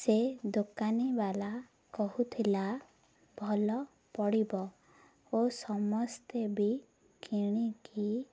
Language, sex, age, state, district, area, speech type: Odia, female, 18-30, Odisha, Ganjam, urban, spontaneous